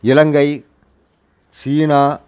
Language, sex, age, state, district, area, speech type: Tamil, male, 45-60, Tamil Nadu, Coimbatore, rural, spontaneous